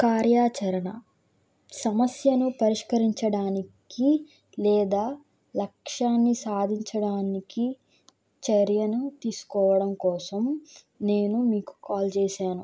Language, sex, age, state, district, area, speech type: Telugu, female, 18-30, Andhra Pradesh, Krishna, rural, spontaneous